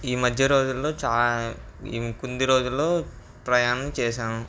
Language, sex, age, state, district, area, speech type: Telugu, male, 18-30, Andhra Pradesh, N T Rama Rao, urban, spontaneous